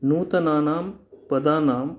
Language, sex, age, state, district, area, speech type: Sanskrit, male, 45-60, Karnataka, Dakshina Kannada, urban, spontaneous